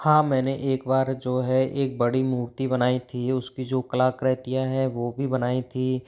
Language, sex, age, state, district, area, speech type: Hindi, male, 30-45, Rajasthan, Jodhpur, urban, spontaneous